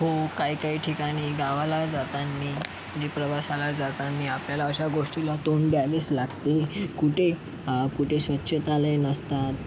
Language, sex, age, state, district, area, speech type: Marathi, male, 45-60, Maharashtra, Yavatmal, urban, spontaneous